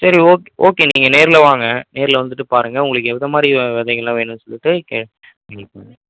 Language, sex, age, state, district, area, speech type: Tamil, male, 18-30, Tamil Nadu, Viluppuram, urban, conversation